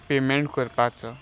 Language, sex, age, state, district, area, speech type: Goan Konkani, male, 18-30, Goa, Salcete, rural, spontaneous